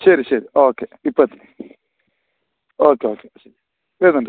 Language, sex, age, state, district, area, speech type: Malayalam, male, 30-45, Kerala, Kasaragod, rural, conversation